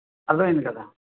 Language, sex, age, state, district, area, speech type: Telugu, male, 45-60, Andhra Pradesh, Bapatla, urban, conversation